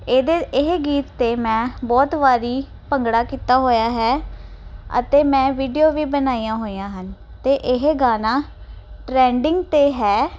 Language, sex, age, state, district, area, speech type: Punjabi, female, 30-45, Punjab, Ludhiana, urban, spontaneous